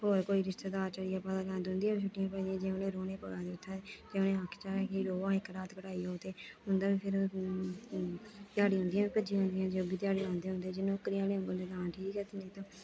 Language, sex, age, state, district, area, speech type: Dogri, female, 18-30, Jammu and Kashmir, Kathua, rural, spontaneous